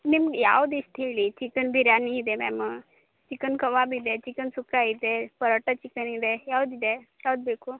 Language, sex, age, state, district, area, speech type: Kannada, female, 30-45, Karnataka, Uttara Kannada, rural, conversation